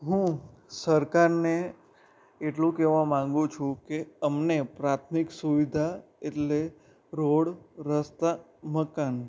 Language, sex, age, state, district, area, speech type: Gujarati, male, 18-30, Gujarat, Anand, rural, spontaneous